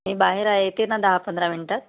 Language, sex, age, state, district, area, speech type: Marathi, female, 30-45, Maharashtra, Yavatmal, rural, conversation